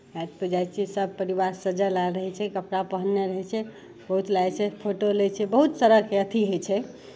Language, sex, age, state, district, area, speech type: Maithili, female, 18-30, Bihar, Madhepura, rural, spontaneous